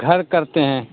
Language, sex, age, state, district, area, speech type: Hindi, male, 60+, Uttar Pradesh, Mau, urban, conversation